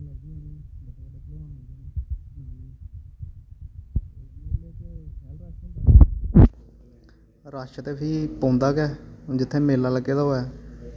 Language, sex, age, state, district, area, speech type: Dogri, male, 18-30, Jammu and Kashmir, Samba, rural, spontaneous